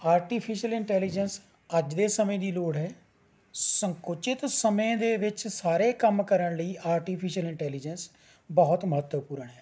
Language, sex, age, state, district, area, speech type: Punjabi, male, 45-60, Punjab, Rupnagar, rural, spontaneous